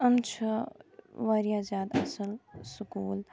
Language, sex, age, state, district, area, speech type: Kashmiri, female, 18-30, Jammu and Kashmir, Kupwara, rural, spontaneous